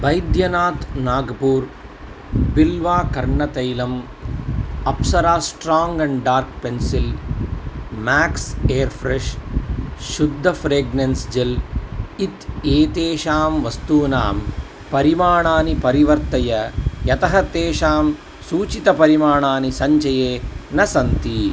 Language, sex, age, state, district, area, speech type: Sanskrit, male, 45-60, Tamil Nadu, Coimbatore, urban, read